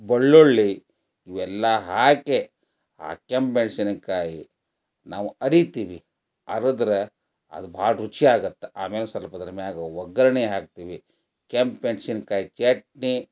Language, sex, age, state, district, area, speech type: Kannada, male, 60+, Karnataka, Gadag, rural, spontaneous